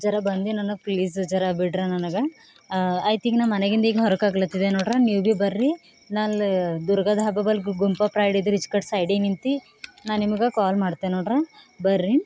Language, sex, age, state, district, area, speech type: Kannada, female, 18-30, Karnataka, Bidar, rural, spontaneous